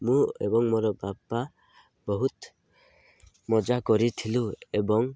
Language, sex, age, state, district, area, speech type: Odia, male, 18-30, Odisha, Malkangiri, urban, spontaneous